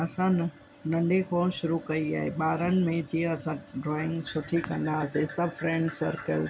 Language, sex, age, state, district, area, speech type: Sindhi, female, 45-60, Uttar Pradesh, Lucknow, rural, spontaneous